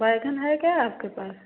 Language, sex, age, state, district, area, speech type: Hindi, female, 30-45, Uttar Pradesh, Prayagraj, rural, conversation